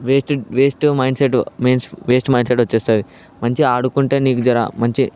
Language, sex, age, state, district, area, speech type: Telugu, male, 18-30, Telangana, Vikarabad, urban, spontaneous